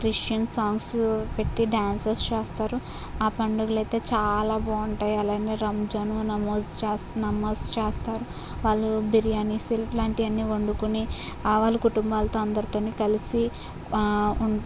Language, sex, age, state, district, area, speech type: Telugu, female, 45-60, Andhra Pradesh, Kakinada, rural, spontaneous